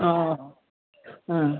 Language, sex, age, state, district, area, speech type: Manipuri, female, 60+, Manipur, Kangpokpi, urban, conversation